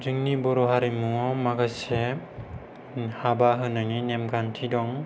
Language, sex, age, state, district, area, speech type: Bodo, male, 18-30, Assam, Kokrajhar, rural, spontaneous